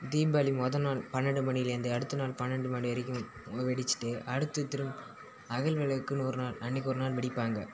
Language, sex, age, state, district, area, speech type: Tamil, male, 18-30, Tamil Nadu, Cuddalore, rural, spontaneous